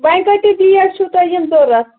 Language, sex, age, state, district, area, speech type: Kashmiri, female, 30-45, Jammu and Kashmir, Anantnag, rural, conversation